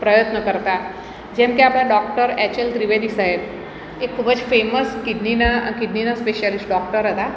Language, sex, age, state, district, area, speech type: Gujarati, female, 45-60, Gujarat, Surat, urban, spontaneous